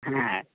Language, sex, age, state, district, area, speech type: Bengali, male, 30-45, West Bengal, Purba Bardhaman, urban, conversation